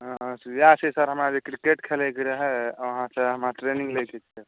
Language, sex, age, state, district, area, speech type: Maithili, male, 30-45, Bihar, Saharsa, urban, conversation